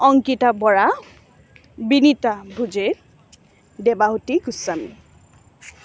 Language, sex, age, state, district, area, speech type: Assamese, female, 18-30, Assam, Morigaon, rural, spontaneous